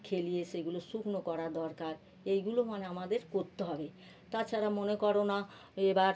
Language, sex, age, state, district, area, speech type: Bengali, female, 60+, West Bengal, North 24 Parganas, urban, spontaneous